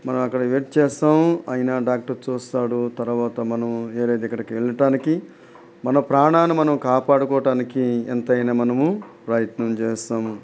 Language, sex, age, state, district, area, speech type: Telugu, male, 45-60, Andhra Pradesh, Nellore, rural, spontaneous